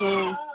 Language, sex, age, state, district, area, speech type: Odia, female, 60+, Odisha, Gajapati, rural, conversation